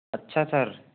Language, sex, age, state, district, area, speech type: Hindi, male, 18-30, Madhya Pradesh, Jabalpur, urban, conversation